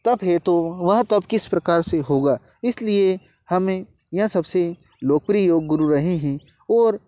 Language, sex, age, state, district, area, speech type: Hindi, male, 18-30, Madhya Pradesh, Ujjain, rural, spontaneous